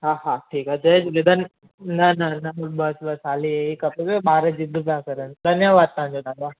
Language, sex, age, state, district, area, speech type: Sindhi, male, 18-30, Gujarat, Surat, urban, conversation